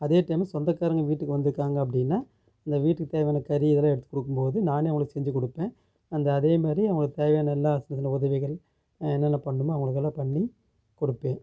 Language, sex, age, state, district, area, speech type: Tamil, male, 30-45, Tamil Nadu, Namakkal, rural, spontaneous